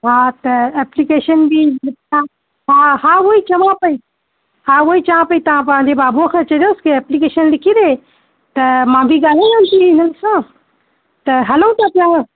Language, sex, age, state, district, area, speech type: Sindhi, female, 30-45, Madhya Pradesh, Katni, urban, conversation